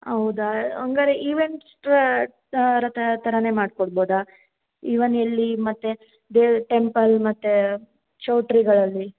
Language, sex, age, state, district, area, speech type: Kannada, female, 18-30, Karnataka, Hassan, urban, conversation